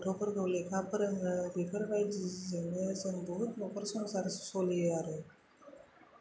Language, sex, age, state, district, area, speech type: Bodo, female, 30-45, Assam, Chirang, urban, spontaneous